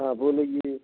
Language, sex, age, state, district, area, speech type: Hindi, male, 60+, Madhya Pradesh, Gwalior, rural, conversation